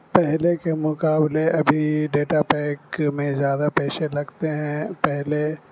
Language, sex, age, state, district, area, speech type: Urdu, male, 18-30, Bihar, Supaul, rural, spontaneous